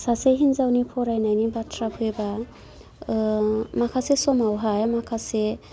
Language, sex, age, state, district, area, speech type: Bodo, female, 30-45, Assam, Udalguri, rural, spontaneous